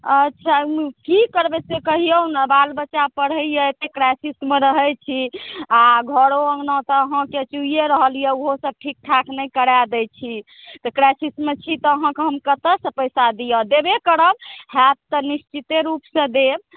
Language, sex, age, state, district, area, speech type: Maithili, male, 45-60, Bihar, Supaul, rural, conversation